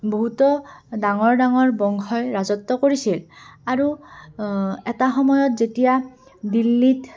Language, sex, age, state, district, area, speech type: Assamese, female, 18-30, Assam, Goalpara, urban, spontaneous